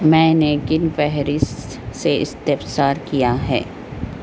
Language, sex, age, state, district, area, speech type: Urdu, female, 18-30, Telangana, Hyderabad, urban, read